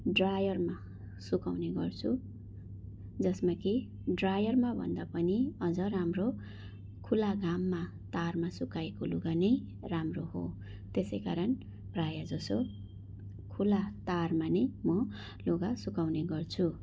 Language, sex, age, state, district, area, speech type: Nepali, female, 45-60, West Bengal, Darjeeling, rural, spontaneous